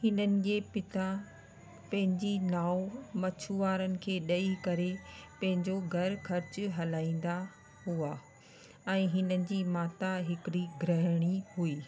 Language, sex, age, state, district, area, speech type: Sindhi, female, 30-45, Rajasthan, Ajmer, urban, spontaneous